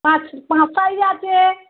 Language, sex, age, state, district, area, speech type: Bengali, female, 45-60, West Bengal, Darjeeling, rural, conversation